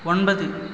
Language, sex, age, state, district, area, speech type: Tamil, male, 30-45, Tamil Nadu, Cuddalore, rural, read